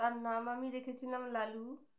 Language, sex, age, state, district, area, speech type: Bengali, female, 30-45, West Bengal, Birbhum, urban, spontaneous